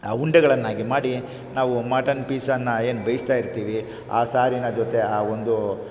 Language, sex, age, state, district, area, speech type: Kannada, male, 45-60, Karnataka, Chamarajanagar, rural, spontaneous